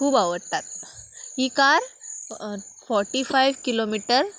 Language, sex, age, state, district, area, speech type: Goan Konkani, female, 18-30, Goa, Salcete, rural, spontaneous